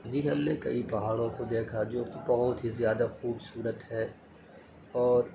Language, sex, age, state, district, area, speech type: Urdu, male, 30-45, Uttar Pradesh, Gautam Buddha Nagar, urban, spontaneous